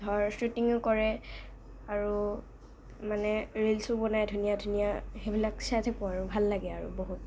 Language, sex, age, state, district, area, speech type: Assamese, female, 18-30, Assam, Kamrup Metropolitan, urban, spontaneous